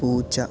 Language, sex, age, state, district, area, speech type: Malayalam, male, 18-30, Kerala, Palakkad, rural, read